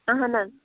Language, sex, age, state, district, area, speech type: Kashmiri, female, 45-60, Jammu and Kashmir, Anantnag, rural, conversation